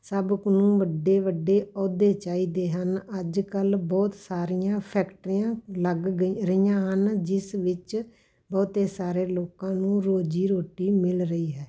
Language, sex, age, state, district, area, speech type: Punjabi, female, 45-60, Punjab, Patiala, rural, spontaneous